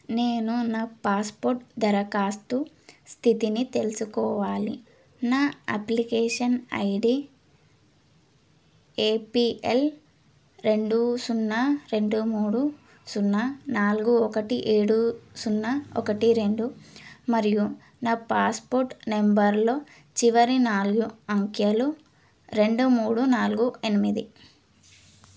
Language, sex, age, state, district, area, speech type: Telugu, female, 18-30, Telangana, Suryapet, urban, read